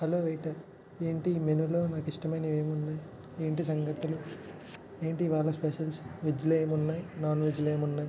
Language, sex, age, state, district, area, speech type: Telugu, male, 18-30, Andhra Pradesh, West Godavari, rural, spontaneous